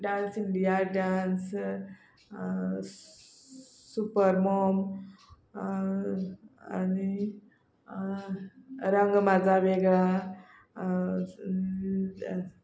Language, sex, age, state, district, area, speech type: Goan Konkani, female, 45-60, Goa, Quepem, rural, spontaneous